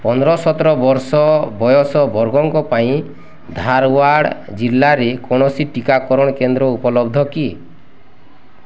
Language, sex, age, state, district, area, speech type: Odia, male, 30-45, Odisha, Bargarh, urban, read